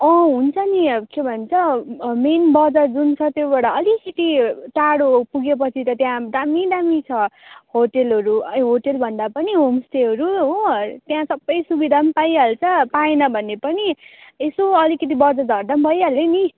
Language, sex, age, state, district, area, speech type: Nepali, female, 18-30, West Bengal, Darjeeling, rural, conversation